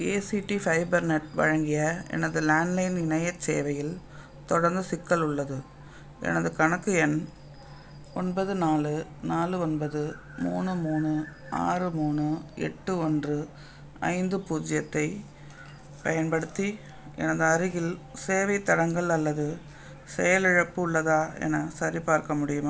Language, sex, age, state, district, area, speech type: Tamil, female, 60+, Tamil Nadu, Thanjavur, urban, read